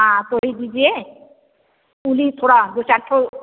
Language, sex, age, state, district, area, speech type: Hindi, female, 60+, Uttar Pradesh, Bhadohi, rural, conversation